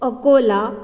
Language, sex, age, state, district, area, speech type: Goan Konkani, female, 18-30, Goa, Bardez, urban, spontaneous